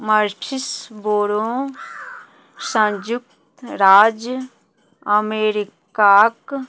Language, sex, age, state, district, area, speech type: Maithili, female, 45-60, Bihar, Madhubani, rural, read